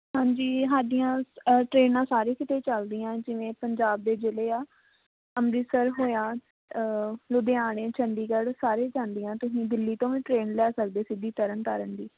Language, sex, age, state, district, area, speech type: Punjabi, female, 18-30, Punjab, Tarn Taran, rural, conversation